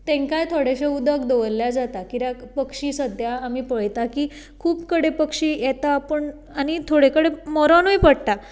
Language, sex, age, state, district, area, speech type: Goan Konkani, female, 30-45, Goa, Tiswadi, rural, spontaneous